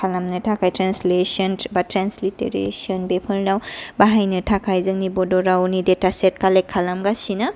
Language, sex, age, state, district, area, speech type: Bodo, female, 18-30, Assam, Kokrajhar, rural, spontaneous